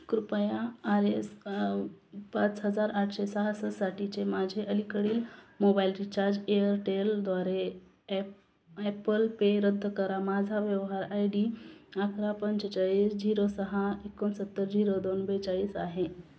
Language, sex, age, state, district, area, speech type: Marathi, female, 18-30, Maharashtra, Beed, rural, read